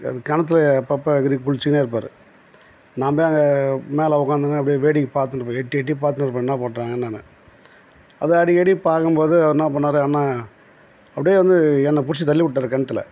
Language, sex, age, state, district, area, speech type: Tamil, male, 60+, Tamil Nadu, Tiruvannamalai, rural, spontaneous